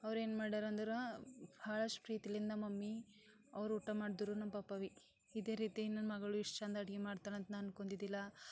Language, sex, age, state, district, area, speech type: Kannada, female, 18-30, Karnataka, Bidar, rural, spontaneous